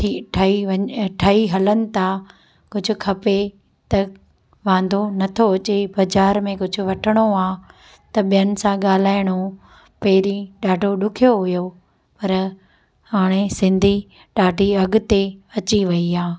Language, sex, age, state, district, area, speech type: Sindhi, female, 30-45, Gujarat, Junagadh, urban, spontaneous